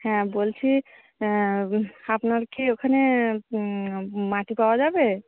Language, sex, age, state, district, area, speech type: Bengali, female, 30-45, West Bengal, Darjeeling, urban, conversation